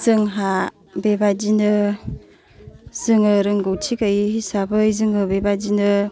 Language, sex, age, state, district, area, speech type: Bodo, female, 60+, Assam, Kokrajhar, urban, spontaneous